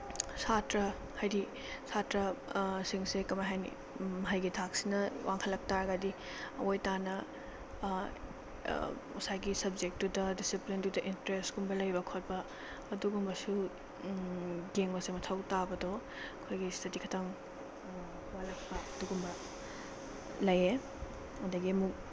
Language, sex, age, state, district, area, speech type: Manipuri, female, 18-30, Manipur, Bishnupur, rural, spontaneous